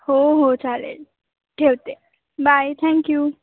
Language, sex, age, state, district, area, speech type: Marathi, female, 18-30, Maharashtra, Ratnagiri, urban, conversation